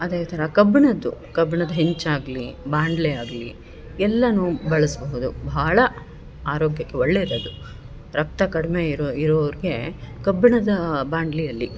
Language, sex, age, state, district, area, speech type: Kannada, female, 30-45, Karnataka, Bellary, rural, spontaneous